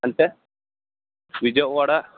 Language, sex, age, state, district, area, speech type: Telugu, male, 30-45, Andhra Pradesh, Srikakulam, urban, conversation